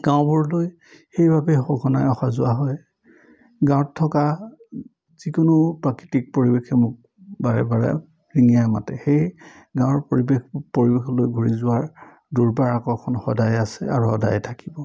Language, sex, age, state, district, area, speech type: Assamese, male, 60+, Assam, Charaideo, urban, spontaneous